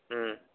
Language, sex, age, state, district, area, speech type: Manipuri, male, 18-30, Manipur, Kakching, rural, conversation